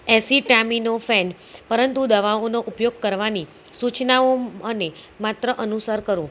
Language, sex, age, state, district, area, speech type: Gujarati, female, 30-45, Gujarat, Kheda, rural, spontaneous